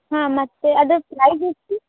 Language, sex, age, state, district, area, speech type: Kannada, female, 18-30, Karnataka, Gadag, rural, conversation